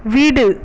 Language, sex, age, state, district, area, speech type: Tamil, female, 45-60, Tamil Nadu, Viluppuram, urban, read